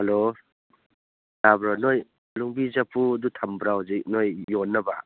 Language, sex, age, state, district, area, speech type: Manipuri, male, 60+, Manipur, Churachandpur, rural, conversation